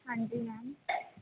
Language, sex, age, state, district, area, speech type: Punjabi, female, 18-30, Punjab, Fazilka, rural, conversation